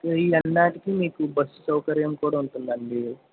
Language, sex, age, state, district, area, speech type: Telugu, male, 18-30, Andhra Pradesh, N T Rama Rao, urban, conversation